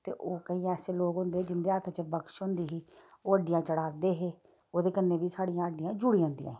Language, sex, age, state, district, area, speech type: Dogri, female, 30-45, Jammu and Kashmir, Reasi, rural, spontaneous